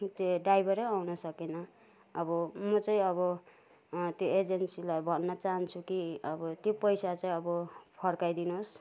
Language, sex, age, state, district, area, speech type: Nepali, female, 60+, West Bengal, Kalimpong, rural, spontaneous